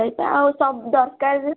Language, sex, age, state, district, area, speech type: Odia, female, 18-30, Odisha, Kendujhar, urban, conversation